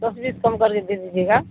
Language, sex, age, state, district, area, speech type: Urdu, female, 60+, Bihar, Supaul, rural, conversation